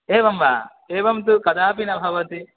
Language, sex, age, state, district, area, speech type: Sanskrit, male, 18-30, West Bengal, Cooch Behar, rural, conversation